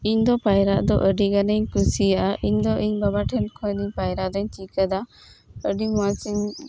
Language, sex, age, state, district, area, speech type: Santali, female, 18-30, West Bengal, Uttar Dinajpur, rural, spontaneous